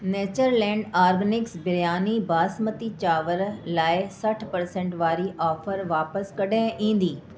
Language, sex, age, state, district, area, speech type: Sindhi, female, 45-60, Delhi, South Delhi, urban, read